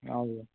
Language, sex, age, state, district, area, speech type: Nepali, male, 30-45, West Bengal, Kalimpong, rural, conversation